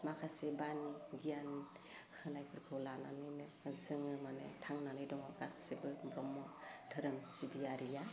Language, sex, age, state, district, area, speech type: Bodo, female, 45-60, Assam, Udalguri, urban, spontaneous